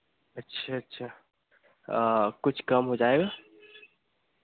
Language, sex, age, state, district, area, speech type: Hindi, male, 30-45, Madhya Pradesh, Betul, rural, conversation